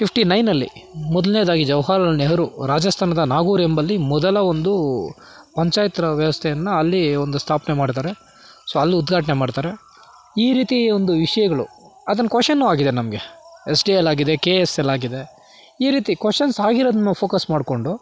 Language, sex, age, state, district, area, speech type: Kannada, male, 60+, Karnataka, Kolar, rural, spontaneous